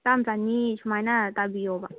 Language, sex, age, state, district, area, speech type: Manipuri, female, 18-30, Manipur, Kangpokpi, urban, conversation